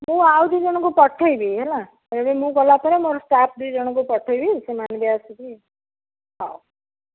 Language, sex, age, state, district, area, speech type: Odia, female, 60+, Odisha, Koraput, urban, conversation